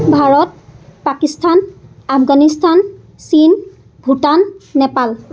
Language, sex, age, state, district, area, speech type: Assamese, female, 30-45, Assam, Dibrugarh, rural, spontaneous